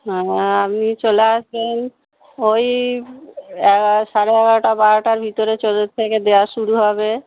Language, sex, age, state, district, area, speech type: Bengali, female, 30-45, West Bengal, Howrah, urban, conversation